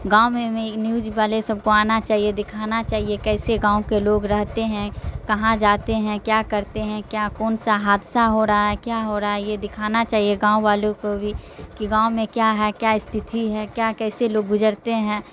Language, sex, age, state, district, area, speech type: Urdu, female, 45-60, Bihar, Darbhanga, rural, spontaneous